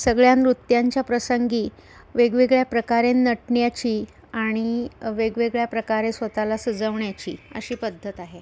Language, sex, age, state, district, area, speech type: Marathi, female, 45-60, Maharashtra, Pune, urban, spontaneous